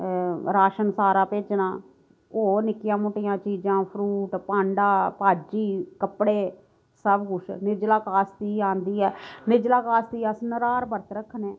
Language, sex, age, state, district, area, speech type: Dogri, female, 45-60, Jammu and Kashmir, Samba, rural, spontaneous